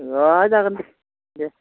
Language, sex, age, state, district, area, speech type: Bodo, male, 45-60, Assam, Udalguri, rural, conversation